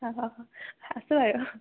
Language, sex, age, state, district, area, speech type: Assamese, female, 45-60, Assam, Biswanath, rural, conversation